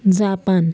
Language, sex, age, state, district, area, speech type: Nepali, female, 60+, West Bengal, Jalpaiguri, urban, spontaneous